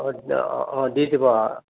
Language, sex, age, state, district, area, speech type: Assamese, male, 60+, Assam, Charaideo, urban, conversation